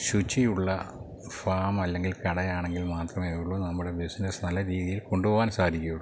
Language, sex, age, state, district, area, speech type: Malayalam, male, 45-60, Kerala, Kottayam, rural, spontaneous